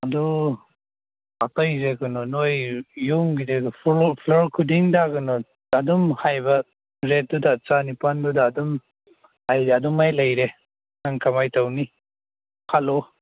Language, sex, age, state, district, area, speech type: Manipuri, male, 30-45, Manipur, Senapati, rural, conversation